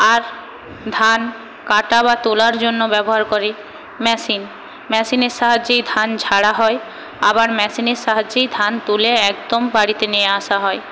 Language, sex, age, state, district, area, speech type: Bengali, female, 18-30, West Bengal, Paschim Medinipur, rural, spontaneous